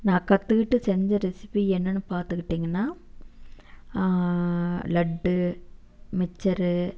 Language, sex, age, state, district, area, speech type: Tamil, female, 30-45, Tamil Nadu, Erode, rural, spontaneous